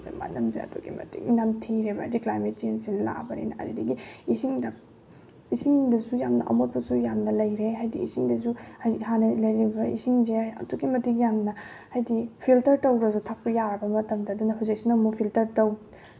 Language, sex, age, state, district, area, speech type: Manipuri, female, 18-30, Manipur, Bishnupur, rural, spontaneous